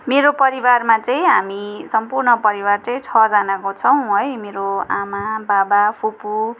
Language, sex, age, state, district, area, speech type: Nepali, female, 18-30, West Bengal, Darjeeling, rural, spontaneous